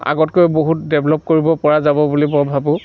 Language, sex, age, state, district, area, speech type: Assamese, male, 60+, Assam, Dhemaji, rural, spontaneous